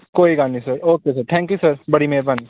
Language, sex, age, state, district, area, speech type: Punjabi, male, 18-30, Punjab, Pathankot, rural, conversation